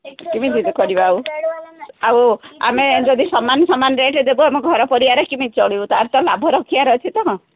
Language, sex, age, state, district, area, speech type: Odia, female, 45-60, Odisha, Sundergarh, rural, conversation